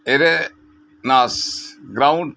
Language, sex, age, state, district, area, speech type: Santali, male, 60+, West Bengal, Birbhum, rural, spontaneous